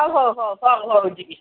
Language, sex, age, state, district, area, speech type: Odia, female, 60+, Odisha, Gajapati, rural, conversation